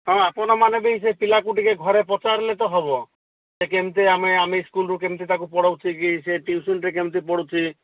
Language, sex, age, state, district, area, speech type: Odia, male, 30-45, Odisha, Malkangiri, urban, conversation